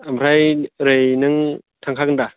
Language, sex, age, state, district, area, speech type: Bodo, male, 18-30, Assam, Chirang, rural, conversation